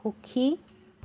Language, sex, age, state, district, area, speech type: Assamese, female, 45-60, Assam, Charaideo, urban, read